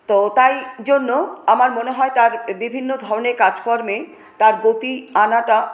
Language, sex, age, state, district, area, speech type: Bengali, female, 45-60, West Bengal, Paschim Bardhaman, urban, spontaneous